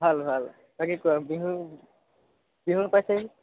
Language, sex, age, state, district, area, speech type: Assamese, male, 18-30, Assam, Sonitpur, rural, conversation